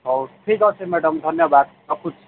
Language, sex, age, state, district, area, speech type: Odia, male, 45-60, Odisha, Sundergarh, rural, conversation